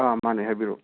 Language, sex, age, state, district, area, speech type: Manipuri, male, 18-30, Manipur, Imphal West, urban, conversation